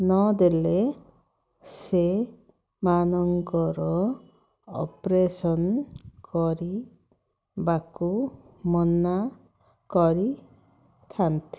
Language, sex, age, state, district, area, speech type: Odia, female, 60+, Odisha, Ganjam, urban, spontaneous